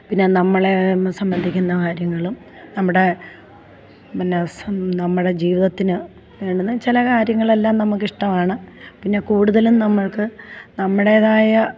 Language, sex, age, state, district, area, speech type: Malayalam, female, 60+, Kerala, Kollam, rural, spontaneous